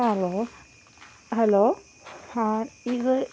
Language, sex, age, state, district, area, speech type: Malayalam, female, 18-30, Kerala, Kozhikode, rural, spontaneous